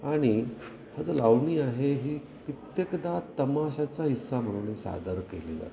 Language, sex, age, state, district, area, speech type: Marathi, male, 45-60, Maharashtra, Nashik, urban, spontaneous